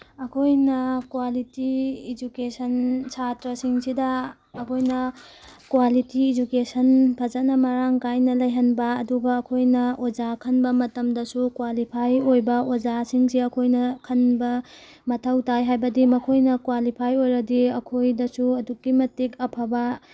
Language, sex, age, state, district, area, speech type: Manipuri, female, 30-45, Manipur, Tengnoupal, rural, spontaneous